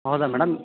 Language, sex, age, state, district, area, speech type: Kannada, male, 18-30, Karnataka, Chitradurga, rural, conversation